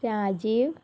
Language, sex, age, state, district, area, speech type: Malayalam, female, 30-45, Kerala, Palakkad, rural, spontaneous